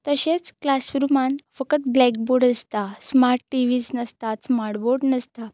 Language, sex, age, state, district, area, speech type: Goan Konkani, female, 18-30, Goa, Pernem, rural, spontaneous